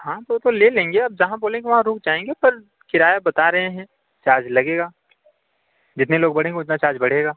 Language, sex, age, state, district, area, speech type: Hindi, male, 30-45, Uttar Pradesh, Bhadohi, rural, conversation